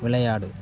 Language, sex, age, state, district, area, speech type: Tamil, male, 30-45, Tamil Nadu, Cuddalore, rural, read